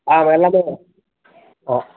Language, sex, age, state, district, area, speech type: Tamil, male, 45-60, Tamil Nadu, Tiruppur, rural, conversation